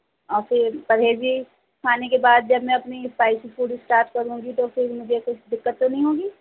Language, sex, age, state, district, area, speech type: Urdu, female, 30-45, Delhi, East Delhi, urban, conversation